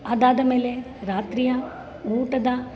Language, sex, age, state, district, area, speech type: Kannada, male, 30-45, Karnataka, Bangalore Rural, rural, spontaneous